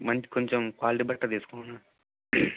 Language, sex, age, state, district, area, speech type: Telugu, male, 18-30, Andhra Pradesh, Kadapa, rural, conversation